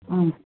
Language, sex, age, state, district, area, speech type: Tamil, female, 30-45, Tamil Nadu, Chengalpattu, urban, conversation